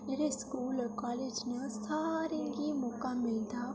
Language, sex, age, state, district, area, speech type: Dogri, female, 18-30, Jammu and Kashmir, Udhampur, rural, spontaneous